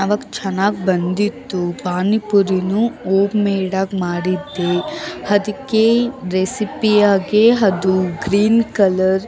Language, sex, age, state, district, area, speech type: Kannada, female, 18-30, Karnataka, Bangalore Urban, urban, spontaneous